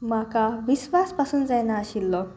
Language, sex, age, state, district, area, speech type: Goan Konkani, female, 18-30, Goa, Salcete, rural, spontaneous